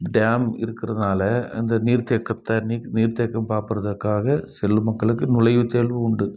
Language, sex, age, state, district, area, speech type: Tamil, male, 60+, Tamil Nadu, Krishnagiri, rural, spontaneous